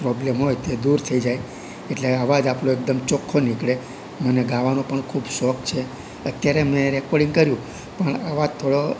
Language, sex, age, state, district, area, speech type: Gujarati, male, 60+, Gujarat, Rajkot, rural, spontaneous